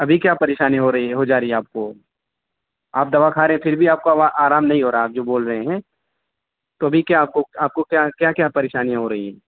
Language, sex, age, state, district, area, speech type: Urdu, male, 30-45, Uttar Pradesh, Azamgarh, rural, conversation